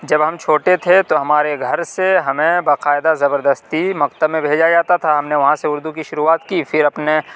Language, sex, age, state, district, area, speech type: Urdu, male, 45-60, Uttar Pradesh, Aligarh, rural, spontaneous